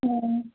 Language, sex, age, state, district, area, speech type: Odia, female, 45-60, Odisha, Kandhamal, rural, conversation